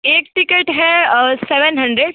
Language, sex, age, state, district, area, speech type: Hindi, female, 30-45, Uttar Pradesh, Sonbhadra, rural, conversation